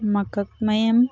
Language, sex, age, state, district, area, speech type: Manipuri, female, 18-30, Manipur, Thoubal, rural, spontaneous